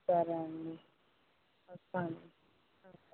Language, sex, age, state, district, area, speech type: Telugu, female, 18-30, Andhra Pradesh, Kadapa, rural, conversation